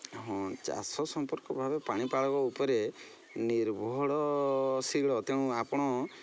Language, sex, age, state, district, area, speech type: Odia, male, 30-45, Odisha, Mayurbhanj, rural, spontaneous